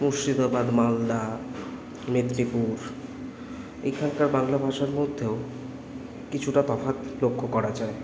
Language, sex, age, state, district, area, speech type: Bengali, male, 18-30, West Bengal, Kolkata, urban, spontaneous